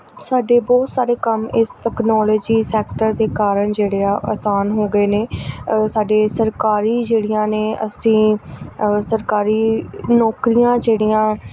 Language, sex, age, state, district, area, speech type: Punjabi, female, 18-30, Punjab, Gurdaspur, urban, spontaneous